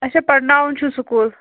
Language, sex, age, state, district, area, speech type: Kashmiri, female, 30-45, Jammu and Kashmir, Shopian, rural, conversation